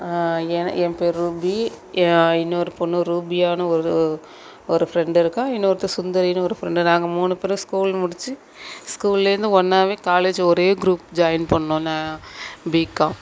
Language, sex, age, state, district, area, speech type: Tamil, female, 30-45, Tamil Nadu, Thanjavur, rural, spontaneous